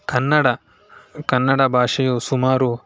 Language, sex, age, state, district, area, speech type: Kannada, male, 18-30, Karnataka, Chamarajanagar, rural, spontaneous